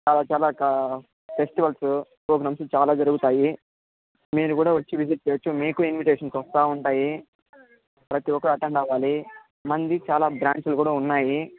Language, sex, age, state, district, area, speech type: Telugu, male, 18-30, Andhra Pradesh, Chittoor, rural, conversation